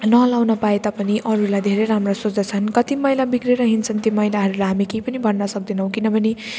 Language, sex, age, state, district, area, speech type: Nepali, female, 18-30, West Bengal, Jalpaiguri, rural, spontaneous